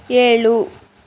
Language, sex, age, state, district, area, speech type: Kannada, female, 18-30, Karnataka, Chikkaballapur, rural, read